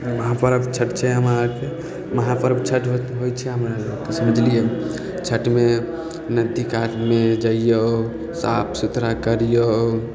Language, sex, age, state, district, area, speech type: Maithili, male, 18-30, Bihar, Samastipur, rural, spontaneous